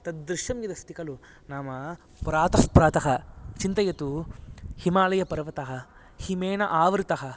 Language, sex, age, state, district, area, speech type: Sanskrit, male, 18-30, Andhra Pradesh, Chittoor, rural, spontaneous